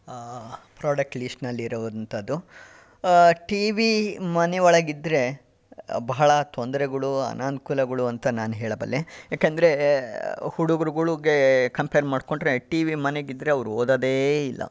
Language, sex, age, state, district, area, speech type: Kannada, male, 45-60, Karnataka, Chitradurga, rural, spontaneous